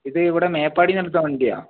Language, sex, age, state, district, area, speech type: Malayalam, male, 18-30, Kerala, Wayanad, rural, conversation